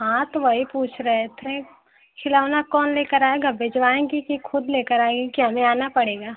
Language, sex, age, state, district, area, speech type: Hindi, female, 18-30, Uttar Pradesh, Mau, rural, conversation